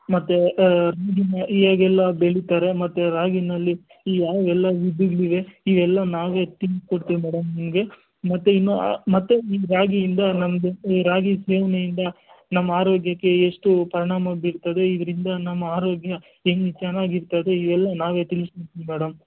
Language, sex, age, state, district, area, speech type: Kannada, male, 60+, Karnataka, Kolar, rural, conversation